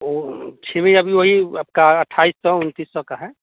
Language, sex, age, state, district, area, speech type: Hindi, male, 45-60, Bihar, Samastipur, urban, conversation